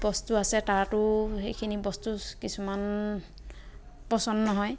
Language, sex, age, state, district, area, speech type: Assamese, female, 30-45, Assam, Dhemaji, rural, spontaneous